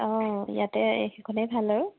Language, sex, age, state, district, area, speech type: Assamese, female, 45-60, Assam, Charaideo, urban, conversation